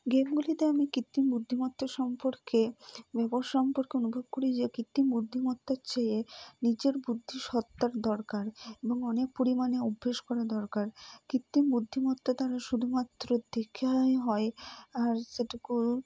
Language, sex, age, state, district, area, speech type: Bengali, female, 30-45, West Bengal, Purba Bardhaman, urban, spontaneous